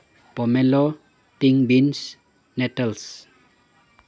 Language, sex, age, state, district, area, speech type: Manipuri, male, 30-45, Manipur, Chandel, rural, spontaneous